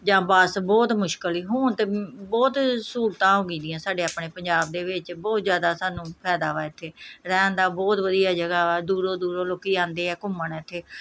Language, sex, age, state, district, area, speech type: Punjabi, female, 45-60, Punjab, Gurdaspur, urban, spontaneous